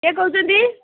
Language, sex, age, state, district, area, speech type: Odia, female, 60+, Odisha, Gajapati, rural, conversation